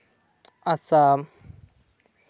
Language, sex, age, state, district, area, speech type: Santali, male, 18-30, West Bengal, Purba Bardhaman, rural, spontaneous